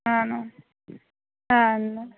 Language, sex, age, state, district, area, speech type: Malayalam, female, 18-30, Kerala, Alappuzha, rural, conversation